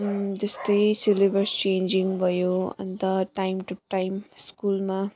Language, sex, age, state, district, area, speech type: Nepali, female, 30-45, West Bengal, Jalpaiguri, urban, spontaneous